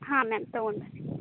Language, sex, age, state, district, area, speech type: Kannada, female, 30-45, Karnataka, Uttara Kannada, rural, conversation